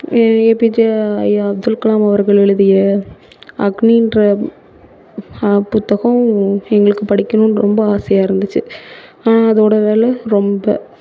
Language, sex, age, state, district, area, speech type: Tamil, female, 18-30, Tamil Nadu, Mayiladuthurai, urban, spontaneous